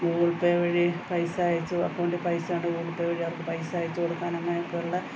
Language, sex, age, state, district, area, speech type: Malayalam, female, 45-60, Kerala, Kottayam, rural, spontaneous